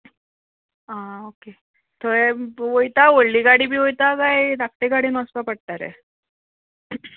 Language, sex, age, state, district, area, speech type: Goan Konkani, female, 18-30, Goa, Canacona, rural, conversation